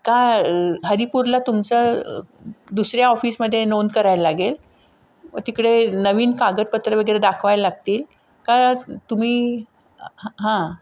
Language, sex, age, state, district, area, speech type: Marathi, female, 45-60, Maharashtra, Sangli, urban, spontaneous